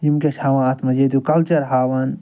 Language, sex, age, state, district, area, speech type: Kashmiri, male, 45-60, Jammu and Kashmir, Srinagar, rural, spontaneous